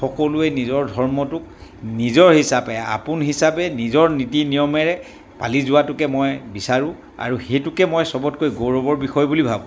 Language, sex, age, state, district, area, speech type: Assamese, male, 60+, Assam, Dibrugarh, rural, spontaneous